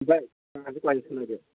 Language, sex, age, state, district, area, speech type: Manipuri, male, 18-30, Manipur, Kangpokpi, urban, conversation